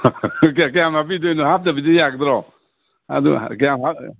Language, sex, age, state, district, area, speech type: Manipuri, male, 60+, Manipur, Imphal East, rural, conversation